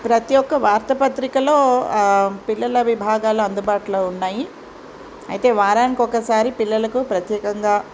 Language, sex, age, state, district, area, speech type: Telugu, female, 45-60, Telangana, Ranga Reddy, rural, spontaneous